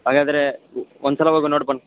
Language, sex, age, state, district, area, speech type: Kannada, male, 18-30, Karnataka, Kolar, rural, conversation